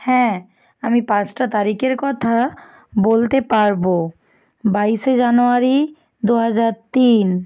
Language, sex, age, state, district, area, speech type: Bengali, female, 45-60, West Bengal, Bankura, urban, spontaneous